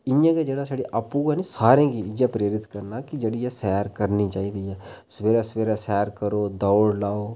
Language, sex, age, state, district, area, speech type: Dogri, male, 18-30, Jammu and Kashmir, Udhampur, rural, spontaneous